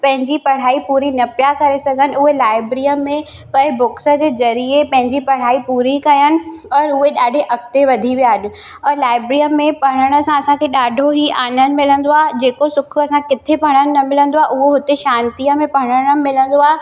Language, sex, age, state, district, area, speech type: Sindhi, female, 18-30, Madhya Pradesh, Katni, rural, spontaneous